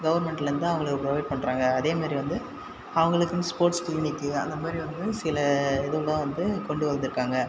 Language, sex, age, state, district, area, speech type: Tamil, male, 18-30, Tamil Nadu, Viluppuram, urban, spontaneous